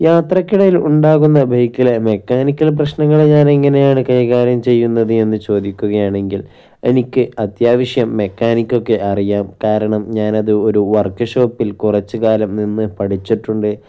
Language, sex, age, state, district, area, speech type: Malayalam, male, 18-30, Kerala, Kozhikode, rural, spontaneous